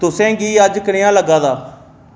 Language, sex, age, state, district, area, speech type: Dogri, male, 30-45, Jammu and Kashmir, Reasi, urban, read